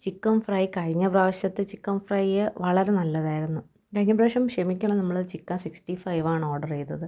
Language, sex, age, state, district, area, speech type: Malayalam, female, 30-45, Kerala, Thiruvananthapuram, rural, spontaneous